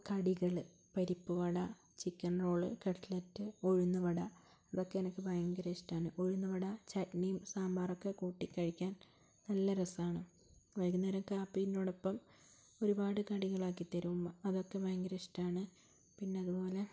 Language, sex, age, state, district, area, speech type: Malayalam, female, 45-60, Kerala, Wayanad, rural, spontaneous